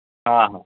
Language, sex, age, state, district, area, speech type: Gujarati, male, 18-30, Gujarat, Surat, urban, conversation